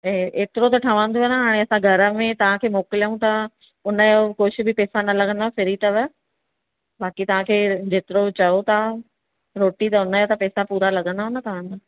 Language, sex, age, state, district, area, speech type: Sindhi, female, 30-45, Madhya Pradesh, Katni, urban, conversation